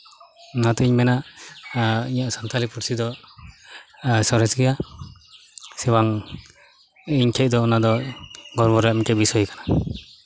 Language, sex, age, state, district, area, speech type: Santali, male, 30-45, West Bengal, Malda, rural, spontaneous